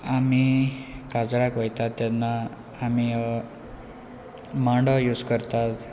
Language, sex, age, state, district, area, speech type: Goan Konkani, male, 18-30, Goa, Quepem, rural, spontaneous